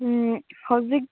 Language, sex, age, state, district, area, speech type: Manipuri, female, 18-30, Manipur, Senapati, rural, conversation